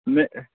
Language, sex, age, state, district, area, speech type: Dogri, male, 18-30, Jammu and Kashmir, Kathua, rural, conversation